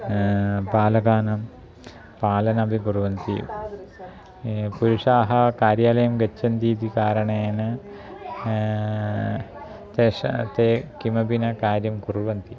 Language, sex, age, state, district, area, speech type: Sanskrit, male, 45-60, Kerala, Thiruvananthapuram, urban, spontaneous